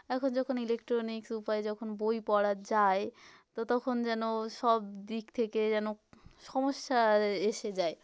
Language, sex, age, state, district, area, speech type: Bengali, female, 18-30, West Bengal, South 24 Parganas, rural, spontaneous